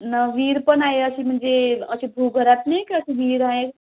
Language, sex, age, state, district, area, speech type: Marathi, female, 30-45, Maharashtra, Nagpur, rural, conversation